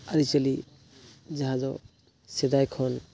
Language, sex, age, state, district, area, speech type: Santali, male, 18-30, West Bengal, Purulia, rural, spontaneous